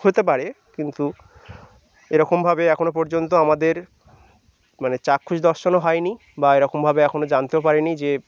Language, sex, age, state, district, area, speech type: Bengali, male, 30-45, West Bengal, Birbhum, urban, spontaneous